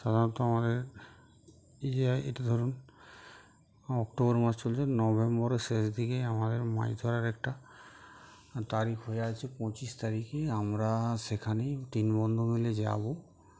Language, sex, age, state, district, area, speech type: Bengali, male, 45-60, West Bengal, Uttar Dinajpur, urban, spontaneous